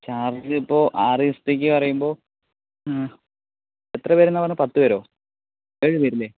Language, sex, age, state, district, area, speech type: Malayalam, male, 30-45, Kerala, Palakkad, urban, conversation